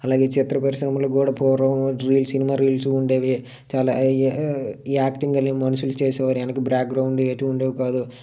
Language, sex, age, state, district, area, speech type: Telugu, male, 30-45, Andhra Pradesh, Srikakulam, urban, spontaneous